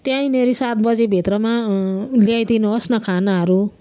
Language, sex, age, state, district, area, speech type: Nepali, female, 60+, West Bengal, Jalpaiguri, urban, spontaneous